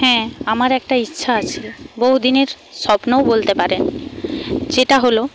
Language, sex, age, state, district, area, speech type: Bengali, female, 45-60, West Bengal, Paschim Medinipur, rural, spontaneous